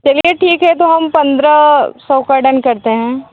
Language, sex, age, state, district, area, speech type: Hindi, female, 18-30, Uttar Pradesh, Mirzapur, urban, conversation